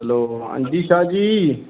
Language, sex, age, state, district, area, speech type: Dogri, male, 30-45, Jammu and Kashmir, Reasi, urban, conversation